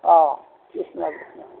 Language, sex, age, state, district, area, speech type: Assamese, male, 60+, Assam, Kamrup Metropolitan, urban, conversation